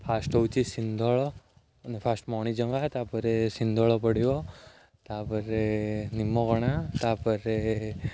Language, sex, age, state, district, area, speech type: Odia, male, 18-30, Odisha, Jagatsinghpur, rural, spontaneous